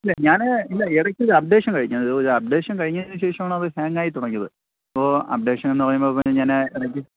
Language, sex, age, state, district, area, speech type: Malayalam, male, 30-45, Kerala, Thiruvananthapuram, urban, conversation